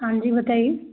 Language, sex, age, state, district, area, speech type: Hindi, female, 18-30, Madhya Pradesh, Gwalior, urban, conversation